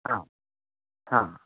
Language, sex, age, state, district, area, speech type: Marathi, male, 18-30, Maharashtra, Raigad, rural, conversation